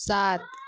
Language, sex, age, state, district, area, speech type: Hindi, female, 30-45, Uttar Pradesh, Mau, rural, read